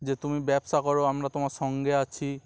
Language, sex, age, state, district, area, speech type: Bengali, male, 18-30, West Bengal, Dakshin Dinajpur, urban, spontaneous